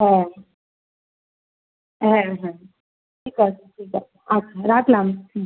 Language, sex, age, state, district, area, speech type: Bengali, female, 18-30, West Bengal, Kolkata, urban, conversation